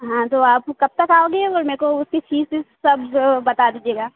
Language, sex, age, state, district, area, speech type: Hindi, female, 18-30, Madhya Pradesh, Hoshangabad, rural, conversation